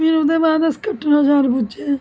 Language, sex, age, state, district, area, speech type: Dogri, female, 30-45, Jammu and Kashmir, Jammu, urban, spontaneous